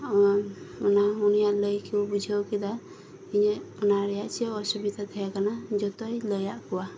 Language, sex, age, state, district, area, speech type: Santali, female, 18-30, West Bengal, Birbhum, rural, spontaneous